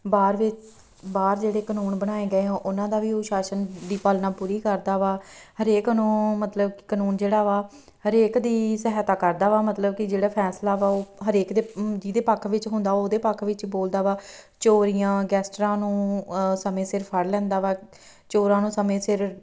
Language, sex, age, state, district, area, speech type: Punjabi, female, 30-45, Punjab, Tarn Taran, rural, spontaneous